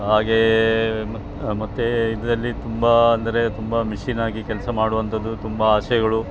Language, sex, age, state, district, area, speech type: Kannada, male, 45-60, Karnataka, Dakshina Kannada, rural, spontaneous